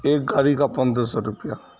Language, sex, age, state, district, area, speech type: Urdu, male, 30-45, Bihar, Saharsa, rural, spontaneous